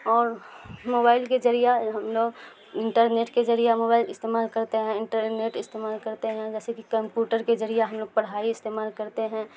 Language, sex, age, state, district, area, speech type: Urdu, female, 30-45, Bihar, Supaul, rural, spontaneous